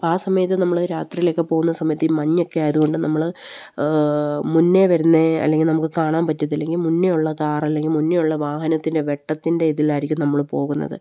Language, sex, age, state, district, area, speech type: Malayalam, female, 30-45, Kerala, Palakkad, rural, spontaneous